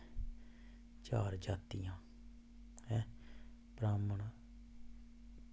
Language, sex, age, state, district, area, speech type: Dogri, male, 30-45, Jammu and Kashmir, Samba, rural, spontaneous